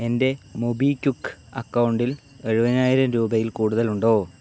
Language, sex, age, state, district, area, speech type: Malayalam, male, 45-60, Kerala, Palakkad, rural, read